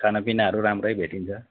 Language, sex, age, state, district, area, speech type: Nepali, male, 30-45, West Bengal, Darjeeling, rural, conversation